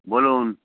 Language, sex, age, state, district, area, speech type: Bengali, male, 45-60, West Bengal, Hooghly, rural, conversation